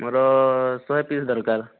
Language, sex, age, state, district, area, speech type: Odia, male, 18-30, Odisha, Boudh, rural, conversation